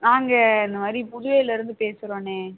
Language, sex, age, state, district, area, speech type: Tamil, female, 18-30, Tamil Nadu, Sivaganga, rural, conversation